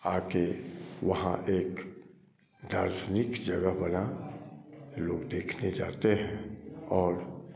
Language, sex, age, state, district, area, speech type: Hindi, male, 45-60, Bihar, Samastipur, rural, spontaneous